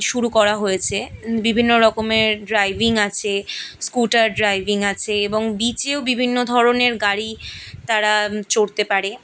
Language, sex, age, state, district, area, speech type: Bengali, female, 18-30, West Bengal, Kolkata, urban, spontaneous